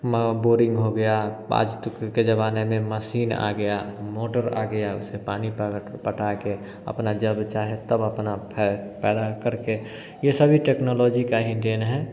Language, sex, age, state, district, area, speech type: Hindi, male, 30-45, Bihar, Samastipur, urban, spontaneous